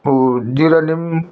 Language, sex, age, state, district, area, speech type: Nepali, male, 60+, West Bengal, Jalpaiguri, urban, spontaneous